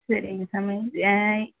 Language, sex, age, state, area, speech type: Tamil, female, 30-45, Tamil Nadu, rural, conversation